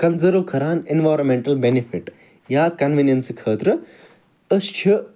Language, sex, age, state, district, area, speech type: Kashmiri, male, 45-60, Jammu and Kashmir, Ganderbal, urban, spontaneous